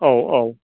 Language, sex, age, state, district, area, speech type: Bodo, male, 45-60, Assam, Chirang, urban, conversation